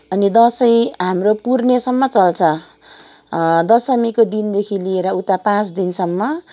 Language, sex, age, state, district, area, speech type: Nepali, female, 30-45, West Bengal, Kalimpong, rural, spontaneous